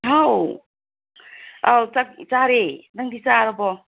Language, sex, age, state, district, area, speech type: Manipuri, female, 60+, Manipur, Imphal East, urban, conversation